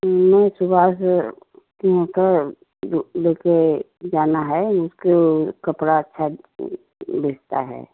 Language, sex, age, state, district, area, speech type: Hindi, female, 30-45, Uttar Pradesh, Jaunpur, rural, conversation